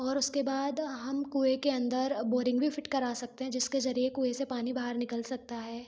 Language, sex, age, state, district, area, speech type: Hindi, female, 18-30, Madhya Pradesh, Gwalior, urban, spontaneous